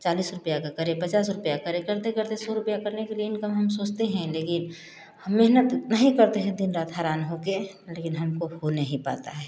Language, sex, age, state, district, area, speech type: Hindi, female, 45-60, Bihar, Samastipur, rural, spontaneous